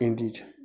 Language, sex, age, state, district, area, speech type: Kashmiri, male, 30-45, Jammu and Kashmir, Bandipora, rural, spontaneous